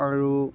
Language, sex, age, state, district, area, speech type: Assamese, male, 18-30, Assam, Tinsukia, rural, spontaneous